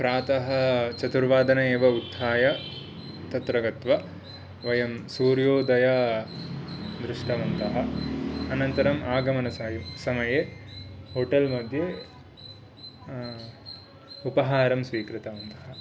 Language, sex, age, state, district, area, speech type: Sanskrit, male, 18-30, Karnataka, Mysore, urban, spontaneous